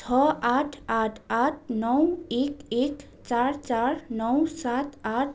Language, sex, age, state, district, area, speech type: Nepali, female, 18-30, West Bengal, Darjeeling, rural, read